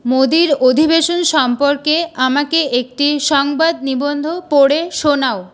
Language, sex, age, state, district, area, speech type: Bengali, female, 18-30, West Bengal, Purulia, urban, read